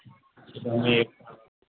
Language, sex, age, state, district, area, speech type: Hindi, male, 45-60, Uttar Pradesh, Ayodhya, rural, conversation